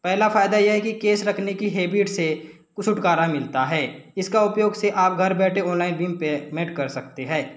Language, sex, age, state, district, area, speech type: Hindi, male, 18-30, Madhya Pradesh, Balaghat, rural, spontaneous